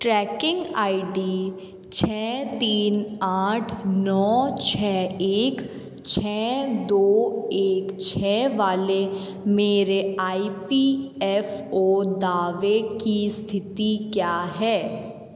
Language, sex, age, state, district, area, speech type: Hindi, female, 18-30, Rajasthan, Jodhpur, urban, read